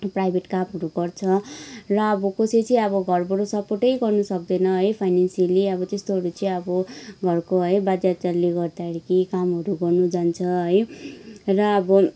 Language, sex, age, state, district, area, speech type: Nepali, female, 18-30, West Bengal, Kalimpong, rural, spontaneous